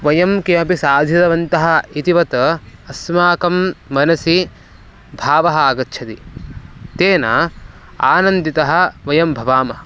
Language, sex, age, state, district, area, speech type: Sanskrit, male, 18-30, Karnataka, Mysore, urban, spontaneous